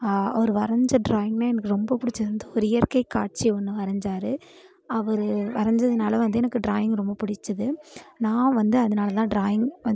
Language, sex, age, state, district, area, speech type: Tamil, female, 18-30, Tamil Nadu, Namakkal, rural, spontaneous